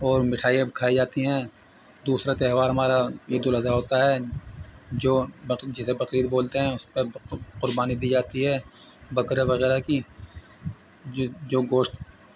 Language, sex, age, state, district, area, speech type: Urdu, male, 45-60, Uttar Pradesh, Muzaffarnagar, urban, spontaneous